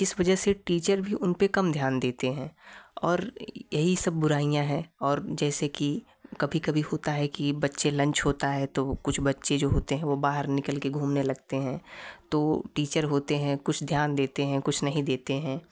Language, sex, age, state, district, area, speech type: Hindi, male, 18-30, Uttar Pradesh, Prayagraj, rural, spontaneous